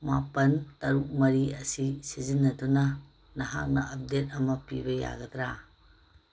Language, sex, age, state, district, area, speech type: Manipuri, female, 45-60, Manipur, Kangpokpi, urban, read